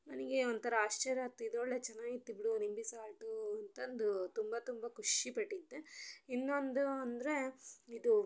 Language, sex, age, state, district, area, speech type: Kannada, female, 30-45, Karnataka, Chitradurga, rural, spontaneous